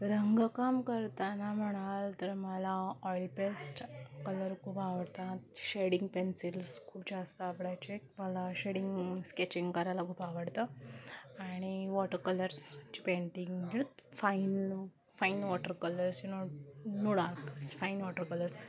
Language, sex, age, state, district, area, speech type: Marathi, female, 30-45, Maharashtra, Mumbai Suburban, urban, spontaneous